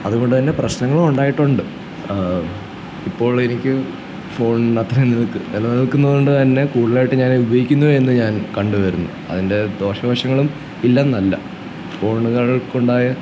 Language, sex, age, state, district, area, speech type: Malayalam, male, 18-30, Kerala, Kottayam, rural, spontaneous